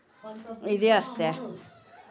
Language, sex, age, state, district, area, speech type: Dogri, female, 45-60, Jammu and Kashmir, Samba, urban, spontaneous